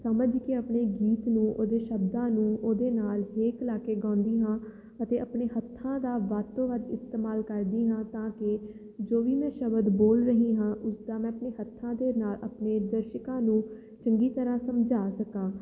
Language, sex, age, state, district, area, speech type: Punjabi, female, 18-30, Punjab, Fatehgarh Sahib, urban, spontaneous